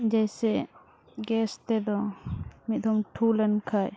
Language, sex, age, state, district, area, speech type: Santali, female, 18-30, Jharkhand, Pakur, rural, spontaneous